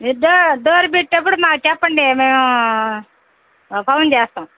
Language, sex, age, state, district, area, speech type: Telugu, female, 60+, Andhra Pradesh, Nellore, rural, conversation